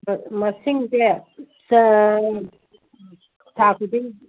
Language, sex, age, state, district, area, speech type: Manipuri, female, 45-60, Manipur, Kangpokpi, urban, conversation